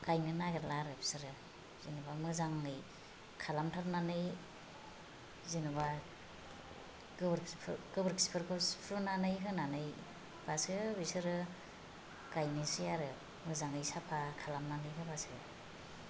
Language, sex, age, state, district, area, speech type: Bodo, female, 45-60, Assam, Kokrajhar, rural, spontaneous